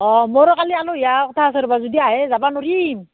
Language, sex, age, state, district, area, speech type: Assamese, female, 45-60, Assam, Barpeta, rural, conversation